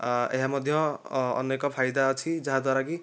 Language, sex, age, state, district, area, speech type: Odia, male, 30-45, Odisha, Nayagarh, rural, spontaneous